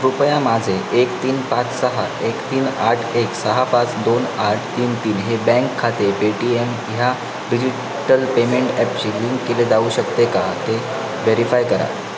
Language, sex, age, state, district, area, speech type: Marathi, male, 18-30, Maharashtra, Sindhudurg, rural, read